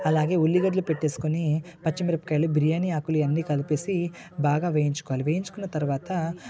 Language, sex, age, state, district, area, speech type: Telugu, male, 18-30, Telangana, Nalgonda, rural, spontaneous